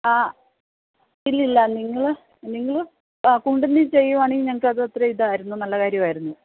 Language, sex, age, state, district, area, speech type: Malayalam, female, 45-60, Kerala, Idukki, rural, conversation